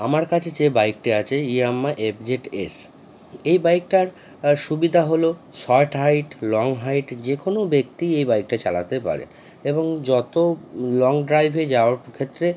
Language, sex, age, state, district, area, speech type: Bengali, male, 30-45, West Bengal, Howrah, urban, spontaneous